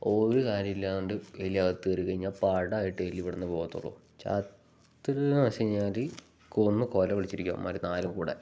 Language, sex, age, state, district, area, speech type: Malayalam, male, 18-30, Kerala, Wayanad, rural, spontaneous